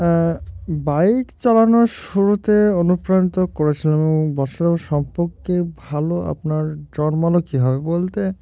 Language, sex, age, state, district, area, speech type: Bengali, male, 30-45, West Bengal, Murshidabad, urban, spontaneous